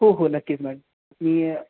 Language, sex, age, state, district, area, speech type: Marathi, male, 18-30, Maharashtra, Sangli, urban, conversation